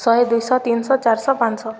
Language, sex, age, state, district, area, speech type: Odia, female, 18-30, Odisha, Subarnapur, urban, spontaneous